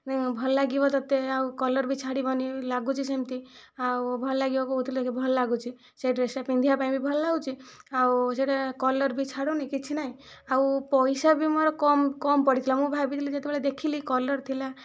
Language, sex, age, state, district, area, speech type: Odia, female, 45-60, Odisha, Kandhamal, rural, spontaneous